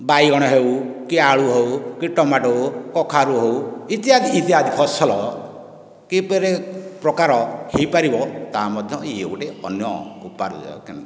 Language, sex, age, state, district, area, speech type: Odia, male, 60+, Odisha, Nayagarh, rural, spontaneous